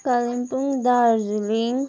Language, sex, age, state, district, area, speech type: Nepali, female, 60+, West Bengal, Kalimpong, rural, spontaneous